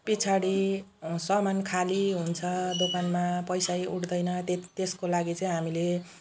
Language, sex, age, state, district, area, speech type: Nepali, female, 45-60, West Bengal, Jalpaiguri, urban, spontaneous